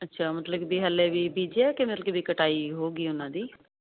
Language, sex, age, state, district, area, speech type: Punjabi, female, 30-45, Punjab, Fazilka, rural, conversation